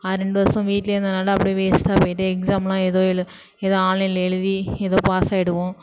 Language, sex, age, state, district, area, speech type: Tamil, female, 18-30, Tamil Nadu, Thanjavur, urban, spontaneous